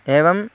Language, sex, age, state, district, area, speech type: Sanskrit, male, 18-30, Karnataka, Bangalore Rural, rural, spontaneous